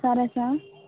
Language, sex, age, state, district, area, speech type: Telugu, female, 18-30, Andhra Pradesh, Guntur, urban, conversation